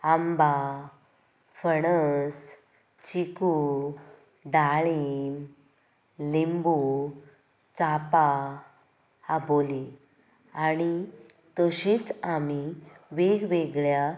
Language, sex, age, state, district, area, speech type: Goan Konkani, female, 18-30, Goa, Canacona, rural, spontaneous